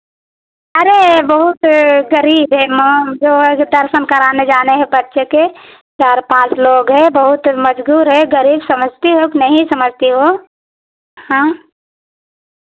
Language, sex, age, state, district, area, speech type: Hindi, female, 60+, Uttar Pradesh, Pratapgarh, rural, conversation